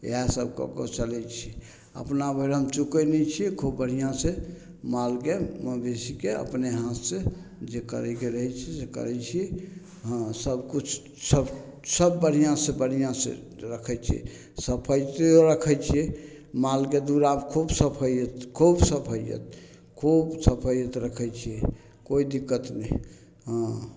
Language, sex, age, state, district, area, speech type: Maithili, male, 45-60, Bihar, Samastipur, rural, spontaneous